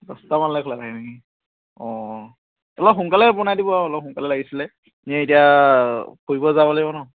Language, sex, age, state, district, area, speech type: Assamese, male, 18-30, Assam, Dibrugarh, urban, conversation